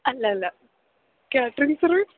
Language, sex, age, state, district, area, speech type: Malayalam, female, 18-30, Kerala, Thrissur, rural, conversation